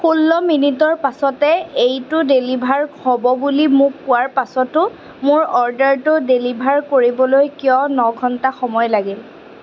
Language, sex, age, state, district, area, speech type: Assamese, female, 45-60, Assam, Darrang, rural, read